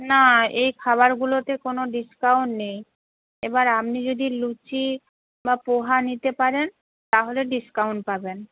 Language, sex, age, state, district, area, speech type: Bengali, female, 45-60, West Bengal, Nadia, rural, conversation